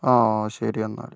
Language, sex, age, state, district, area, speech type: Malayalam, male, 60+, Kerala, Wayanad, rural, spontaneous